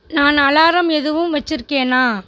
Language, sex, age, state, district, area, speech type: Tamil, female, 45-60, Tamil Nadu, Tiruchirappalli, rural, read